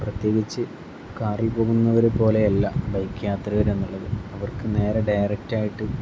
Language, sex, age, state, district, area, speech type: Malayalam, male, 18-30, Kerala, Kozhikode, rural, spontaneous